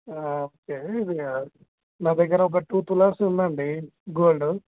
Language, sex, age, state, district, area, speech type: Telugu, male, 18-30, Telangana, Jagtial, urban, conversation